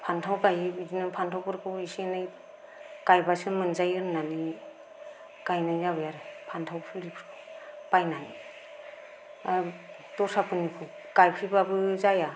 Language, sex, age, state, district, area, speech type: Bodo, female, 30-45, Assam, Kokrajhar, rural, spontaneous